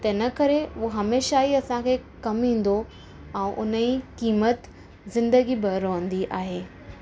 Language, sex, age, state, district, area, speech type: Sindhi, female, 18-30, Maharashtra, Thane, urban, spontaneous